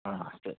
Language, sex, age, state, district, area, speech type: Kannada, male, 45-60, Karnataka, Mysore, rural, conversation